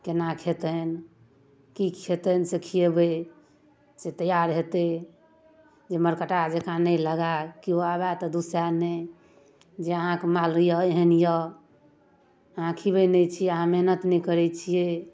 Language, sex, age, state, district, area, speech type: Maithili, female, 30-45, Bihar, Darbhanga, rural, spontaneous